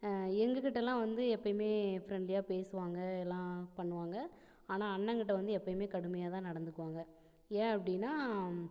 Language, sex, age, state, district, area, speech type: Tamil, female, 30-45, Tamil Nadu, Namakkal, rural, spontaneous